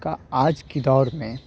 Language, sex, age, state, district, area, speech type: Urdu, male, 18-30, Delhi, South Delhi, urban, spontaneous